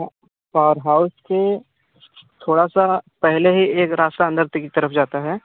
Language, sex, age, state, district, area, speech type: Hindi, male, 18-30, Uttar Pradesh, Bhadohi, urban, conversation